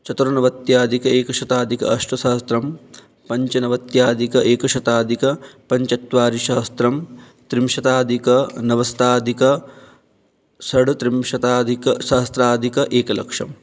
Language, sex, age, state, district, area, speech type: Sanskrit, male, 30-45, Rajasthan, Ajmer, urban, spontaneous